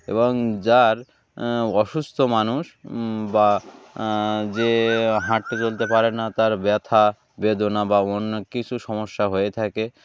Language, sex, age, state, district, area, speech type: Bengali, male, 30-45, West Bengal, Uttar Dinajpur, urban, spontaneous